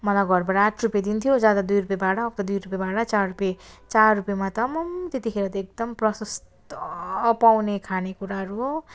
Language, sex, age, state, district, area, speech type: Nepali, female, 18-30, West Bengal, Darjeeling, rural, spontaneous